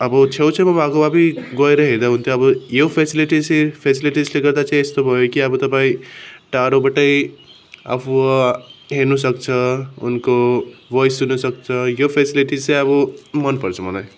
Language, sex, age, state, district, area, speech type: Nepali, male, 45-60, West Bengal, Darjeeling, rural, spontaneous